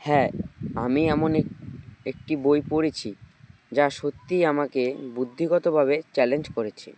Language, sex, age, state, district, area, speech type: Bengali, male, 18-30, West Bengal, Alipurduar, rural, spontaneous